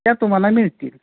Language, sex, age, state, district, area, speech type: Marathi, male, 30-45, Maharashtra, Sangli, urban, conversation